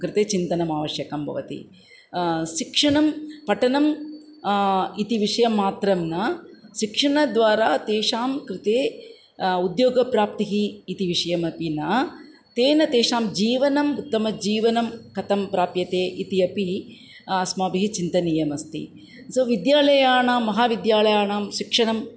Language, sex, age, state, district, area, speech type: Sanskrit, female, 45-60, Andhra Pradesh, Chittoor, urban, spontaneous